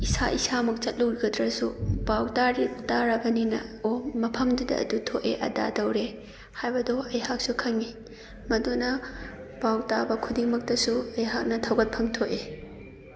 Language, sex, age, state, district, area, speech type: Manipuri, female, 30-45, Manipur, Thoubal, rural, spontaneous